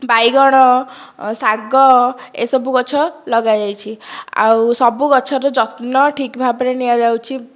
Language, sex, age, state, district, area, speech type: Odia, female, 30-45, Odisha, Dhenkanal, rural, spontaneous